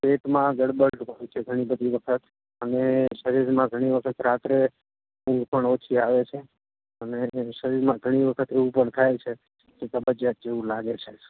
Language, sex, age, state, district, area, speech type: Gujarati, male, 45-60, Gujarat, Morbi, rural, conversation